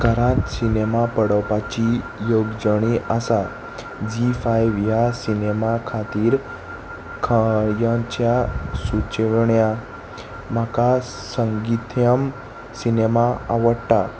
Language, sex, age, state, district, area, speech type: Goan Konkani, male, 18-30, Goa, Salcete, urban, read